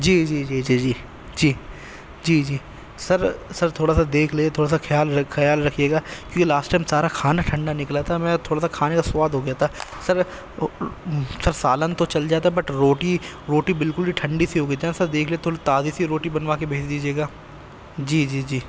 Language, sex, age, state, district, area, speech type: Urdu, male, 18-30, Delhi, East Delhi, urban, spontaneous